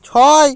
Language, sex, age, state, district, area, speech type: Bengali, male, 30-45, West Bengal, Jalpaiguri, rural, read